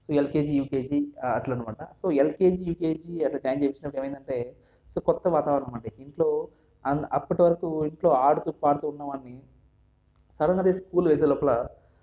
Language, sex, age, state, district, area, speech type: Telugu, male, 18-30, Andhra Pradesh, Sri Balaji, rural, spontaneous